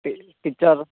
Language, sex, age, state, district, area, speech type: Odia, male, 18-30, Odisha, Ganjam, urban, conversation